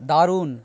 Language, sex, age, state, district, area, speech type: Bengali, male, 45-60, West Bengal, Paschim Medinipur, rural, read